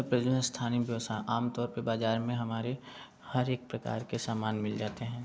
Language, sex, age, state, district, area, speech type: Hindi, male, 18-30, Uttar Pradesh, Prayagraj, urban, spontaneous